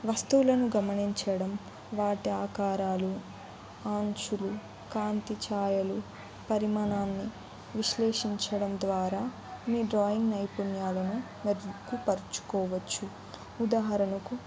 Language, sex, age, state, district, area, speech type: Telugu, female, 18-30, Telangana, Jayashankar, urban, spontaneous